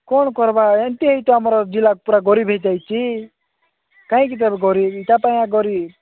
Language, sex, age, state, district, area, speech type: Odia, male, 45-60, Odisha, Nabarangpur, rural, conversation